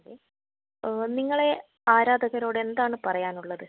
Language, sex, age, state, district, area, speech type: Malayalam, female, 18-30, Kerala, Kannur, rural, conversation